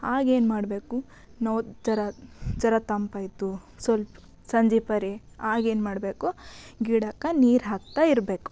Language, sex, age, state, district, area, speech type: Kannada, female, 18-30, Karnataka, Bidar, urban, spontaneous